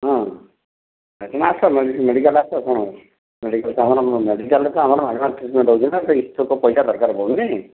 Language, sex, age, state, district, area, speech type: Odia, male, 45-60, Odisha, Kendrapara, urban, conversation